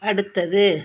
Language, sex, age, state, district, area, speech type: Tamil, female, 60+, Tamil Nadu, Thoothukudi, rural, read